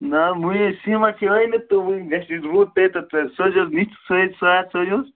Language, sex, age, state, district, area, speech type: Kashmiri, male, 30-45, Jammu and Kashmir, Bandipora, rural, conversation